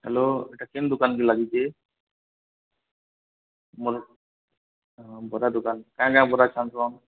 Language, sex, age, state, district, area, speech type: Odia, male, 30-45, Odisha, Subarnapur, urban, conversation